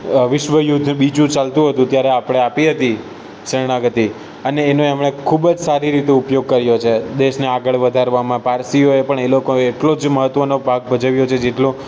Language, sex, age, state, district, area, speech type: Gujarati, male, 18-30, Gujarat, Surat, urban, spontaneous